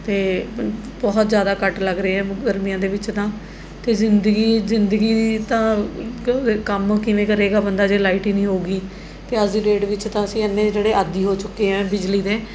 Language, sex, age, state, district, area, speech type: Punjabi, female, 30-45, Punjab, Mohali, urban, spontaneous